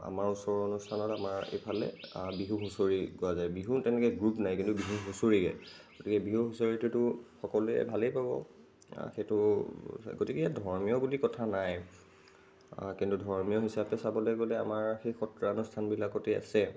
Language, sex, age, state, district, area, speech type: Assamese, male, 45-60, Assam, Nagaon, rural, spontaneous